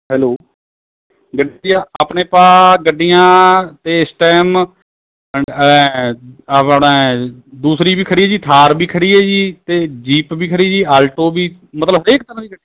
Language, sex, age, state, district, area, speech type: Punjabi, male, 30-45, Punjab, Mohali, rural, conversation